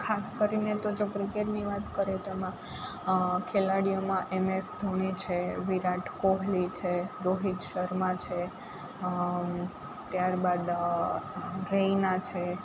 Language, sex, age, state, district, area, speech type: Gujarati, female, 18-30, Gujarat, Rajkot, rural, spontaneous